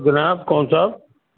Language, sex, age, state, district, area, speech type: Urdu, male, 60+, Uttar Pradesh, Rampur, urban, conversation